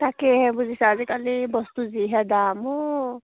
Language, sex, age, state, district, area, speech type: Assamese, female, 18-30, Assam, Charaideo, rural, conversation